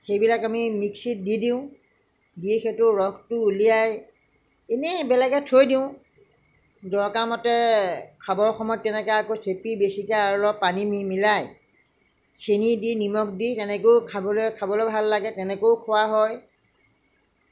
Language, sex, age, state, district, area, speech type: Assamese, female, 60+, Assam, Lakhimpur, rural, spontaneous